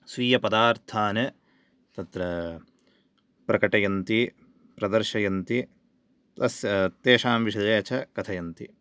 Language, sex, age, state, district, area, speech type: Sanskrit, male, 18-30, Karnataka, Chikkamagaluru, urban, spontaneous